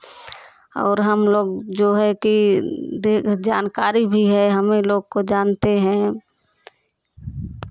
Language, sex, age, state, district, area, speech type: Hindi, female, 30-45, Uttar Pradesh, Jaunpur, rural, spontaneous